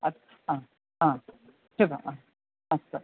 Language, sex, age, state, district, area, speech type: Sanskrit, female, 45-60, Kerala, Ernakulam, urban, conversation